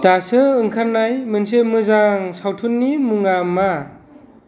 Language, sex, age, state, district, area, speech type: Bodo, male, 45-60, Assam, Kokrajhar, rural, read